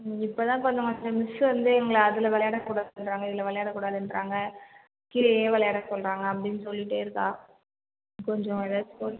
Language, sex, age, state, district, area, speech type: Tamil, female, 45-60, Tamil Nadu, Cuddalore, rural, conversation